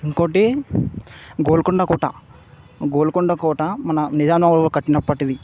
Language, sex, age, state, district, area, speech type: Telugu, male, 18-30, Telangana, Hyderabad, urban, spontaneous